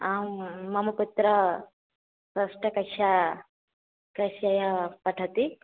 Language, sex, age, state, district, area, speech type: Sanskrit, female, 18-30, Odisha, Cuttack, rural, conversation